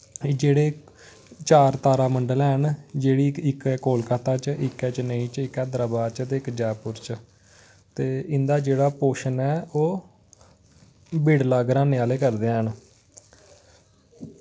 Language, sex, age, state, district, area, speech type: Dogri, male, 18-30, Jammu and Kashmir, Kathua, rural, spontaneous